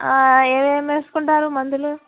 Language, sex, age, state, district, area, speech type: Telugu, female, 18-30, Telangana, Vikarabad, urban, conversation